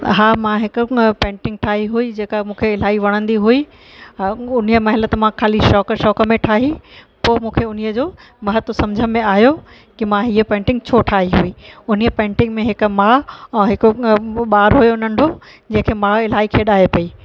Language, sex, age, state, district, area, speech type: Sindhi, female, 45-60, Uttar Pradesh, Lucknow, urban, spontaneous